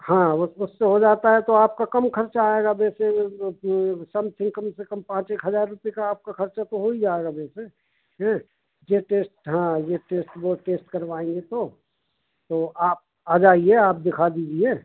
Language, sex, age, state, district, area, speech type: Hindi, male, 45-60, Madhya Pradesh, Hoshangabad, rural, conversation